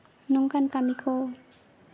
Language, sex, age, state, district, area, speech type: Santali, female, 18-30, West Bengal, Jhargram, rural, spontaneous